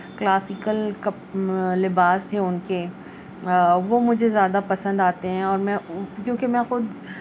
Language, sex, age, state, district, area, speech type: Urdu, female, 30-45, Maharashtra, Nashik, urban, spontaneous